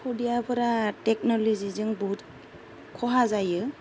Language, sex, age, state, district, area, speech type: Bodo, female, 30-45, Assam, Goalpara, rural, spontaneous